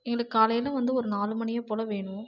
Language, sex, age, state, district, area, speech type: Tamil, female, 18-30, Tamil Nadu, Namakkal, urban, spontaneous